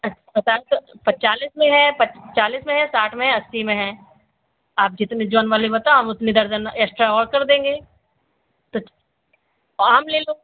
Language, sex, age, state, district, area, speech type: Hindi, female, 60+, Uttar Pradesh, Sitapur, rural, conversation